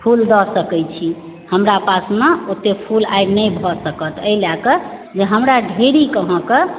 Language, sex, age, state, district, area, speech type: Maithili, female, 45-60, Bihar, Supaul, rural, conversation